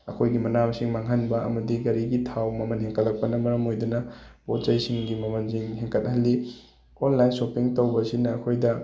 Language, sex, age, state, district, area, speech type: Manipuri, male, 18-30, Manipur, Bishnupur, rural, spontaneous